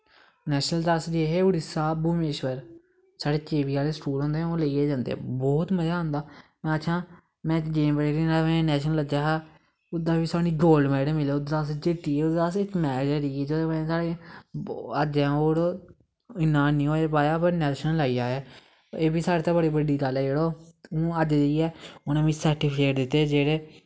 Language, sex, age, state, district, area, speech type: Dogri, male, 18-30, Jammu and Kashmir, Samba, rural, spontaneous